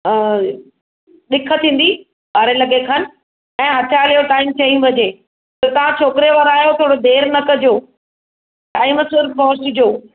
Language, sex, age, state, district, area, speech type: Sindhi, female, 45-60, Maharashtra, Mumbai Suburban, urban, conversation